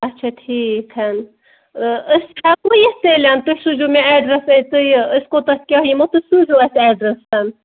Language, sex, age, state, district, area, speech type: Kashmiri, female, 30-45, Jammu and Kashmir, Budgam, rural, conversation